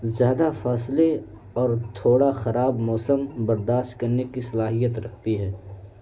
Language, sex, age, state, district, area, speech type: Urdu, male, 18-30, Uttar Pradesh, Balrampur, rural, spontaneous